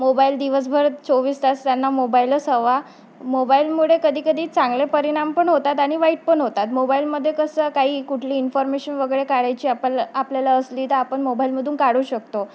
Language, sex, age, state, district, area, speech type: Marathi, female, 18-30, Maharashtra, Wardha, rural, spontaneous